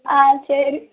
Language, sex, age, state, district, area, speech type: Tamil, female, 18-30, Tamil Nadu, Thoothukudi, rural, conversation